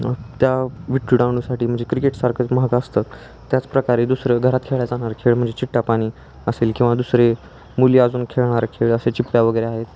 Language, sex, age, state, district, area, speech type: Marathi, male, 18-30, Maharashtra, Osmanabad, rural, spontaneous